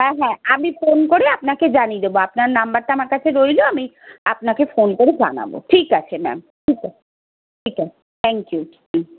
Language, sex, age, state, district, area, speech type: Bengali, female, 30-45, West Bengal, Darjeeling, rural, conversation